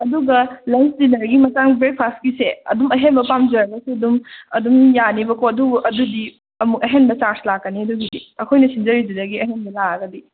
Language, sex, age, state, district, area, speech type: Manipuri, female, 18-30, Manipur, Kakching, rural, conversation